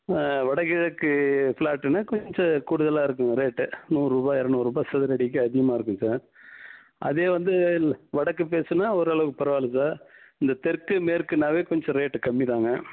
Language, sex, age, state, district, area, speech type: Tamil, male, 60+, Tamil Nadu, Krishnagiri, rural, conversation